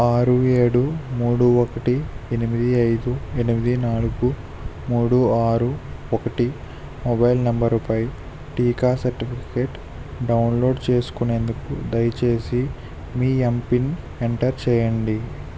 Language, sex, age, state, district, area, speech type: Telugu, male, 30-45, Andhra Pradesh, Eluru, rural, read